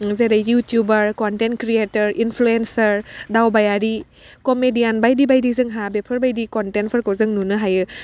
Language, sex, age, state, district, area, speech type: Bodo, female, 30-45, Assam, Udalguri, urban, spontaneous